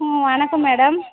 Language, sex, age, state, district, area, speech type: Tamil, female, 30-45, Tamil Nadu, Tirupattur, rural, conversation